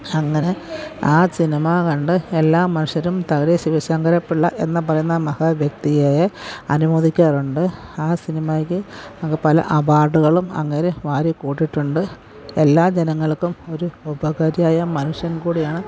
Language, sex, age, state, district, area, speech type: Malayalam, female, 45-60, Kerala, Pathanamthitta, rural, spontaneous